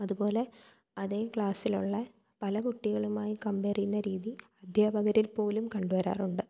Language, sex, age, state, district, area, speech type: Malayalam, female, 18-30, Kerala, Thiruvananthapuram, rural, spontaneous